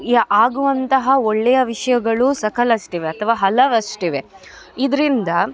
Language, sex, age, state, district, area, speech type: Kannada, female, 30-45, Karnataka, Dakshina Kannada, urban, spontaneous